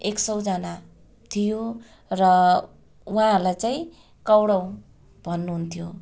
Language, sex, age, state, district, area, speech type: Nepali, female, 30-45, West Bengal, Darjeeling, rural, spontaneous